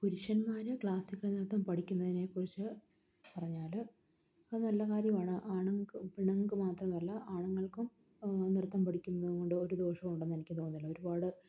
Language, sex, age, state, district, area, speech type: Malayalam, female, 30-45, Kerala, Palakkad, rural, spontaneous